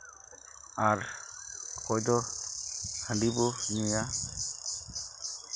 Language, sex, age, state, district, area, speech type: Santali, male, 45-60, West Bengal, Uttar Dinajpur, rural, spontaneous